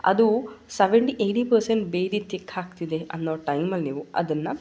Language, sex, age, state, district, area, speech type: Kannada, female, 18-30, Karnataka, Mysore, urban, spontaneous